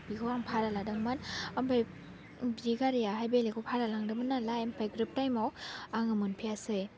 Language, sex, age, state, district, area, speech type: Bodo, female, 18-30, Assam, Baksa, rural, spontaneous